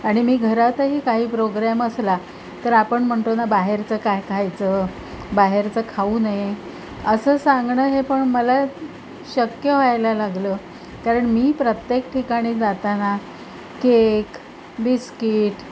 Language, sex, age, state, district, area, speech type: Marathi, female, 60+, Maharashtra, Palghar, urban, spontaneous